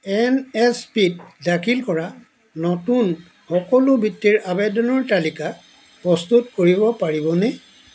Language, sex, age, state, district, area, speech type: Assamese, male, 60+, Assam, Dibrugarh, rural, read